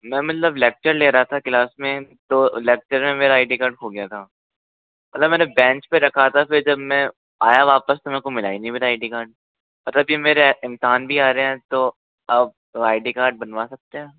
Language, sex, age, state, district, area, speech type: Hindi, male, 18-30, Rajasthan, Jaipur, urban, conversation